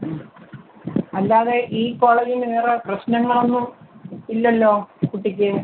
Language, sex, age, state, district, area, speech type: Malayalam, female, 60+, Kerala, Thiruvananthapuram, urban, conversation